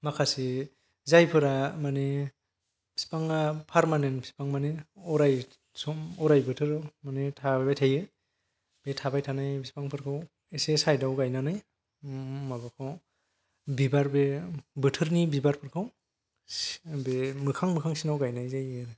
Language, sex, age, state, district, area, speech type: Bodo, male, 18-30, Assam, Kokrajhar, rural, spontaneous